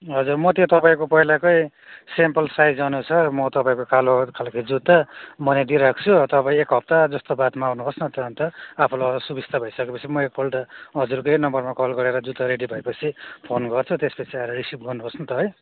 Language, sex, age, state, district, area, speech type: Nepali, male, 18-30, West Bengal, Darjeeling, rural, conversation